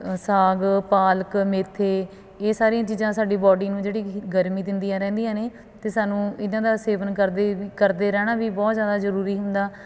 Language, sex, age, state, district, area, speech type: Punjabi, female, 30-45, Punjab, Fatehgarh Sahib, urban, spontaneous